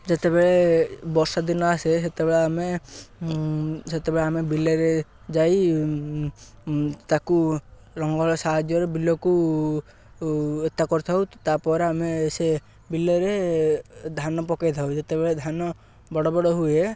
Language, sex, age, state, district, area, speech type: Odia, male, 18-30, Odisha, Ganjam, rural, spontaneous